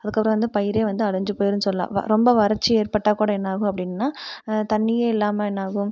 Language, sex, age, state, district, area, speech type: Tamil, female, 18-30, Tamil Nadu, Erode, rural, spontaneous